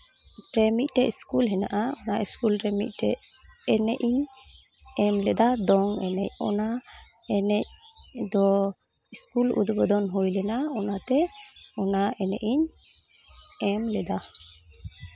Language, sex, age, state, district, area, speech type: Santali, female, 30-45, West Bengal, Malda, rural, spontaneous